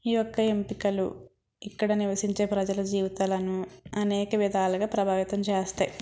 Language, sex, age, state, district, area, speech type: Telugu, female, 45-60, Andhra Pradesh, East Godavari, rural, spontaneous